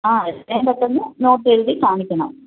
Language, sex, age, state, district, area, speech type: Malayalam, female, 30-45, Kerala, Thiruvananthapuram, rural, conversation